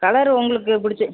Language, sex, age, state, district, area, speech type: Tamil, male, 18-30, Tamil Nadu, Mayiladuthurai, urban, conversation